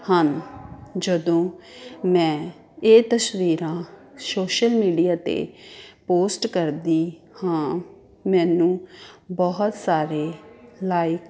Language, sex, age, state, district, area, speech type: Punjabi, female, 30-45, Punjab, Ludhiana, urban, spontaneous